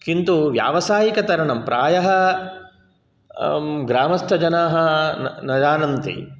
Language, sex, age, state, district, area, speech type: Sanskrit, male, 45-60, Karnataka, Udupi, urban, spontaneous